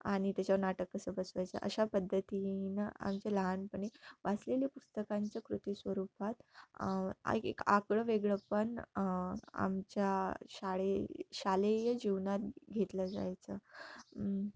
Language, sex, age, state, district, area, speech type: Marathi, female, 18-30, Maharashtra, Amravati, rural, spontaneous